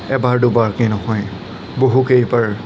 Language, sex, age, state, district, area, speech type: Assamese, male, 18-30, Assam, Nagaon, rural, spontaneous